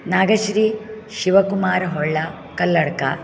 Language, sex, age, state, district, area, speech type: Sanskrit, female, 60+, Karnataka, Uttara Kannada, rural, spontaneous